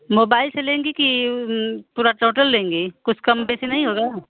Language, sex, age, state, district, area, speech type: Hindi, female, 45-60, Uttar Pradesh, Ghazipur, rural, conversation